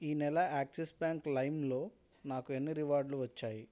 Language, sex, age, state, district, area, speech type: Telugu, male, 18-30, Telangana, Hyderabad, rural, read